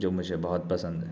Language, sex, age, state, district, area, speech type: Urdu, male, 30-45, Delhi, South Delhi, rural, spontaneous